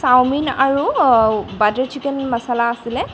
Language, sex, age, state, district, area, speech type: Assamese, female, 18-30, Assam, Golaghat, urban, spontaneous